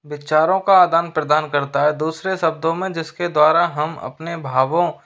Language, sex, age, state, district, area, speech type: Hindi, male, 30-45, Rajasthan, Jaipur, urban, spontaneous